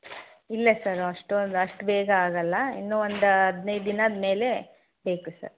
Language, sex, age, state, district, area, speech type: Kannada, female, 18-30, Karnataka, Davanagere, rural, conversation